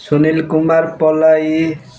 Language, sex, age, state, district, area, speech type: Odia, male, 18-30, Odisha, Kendrapara, urban, spontaneous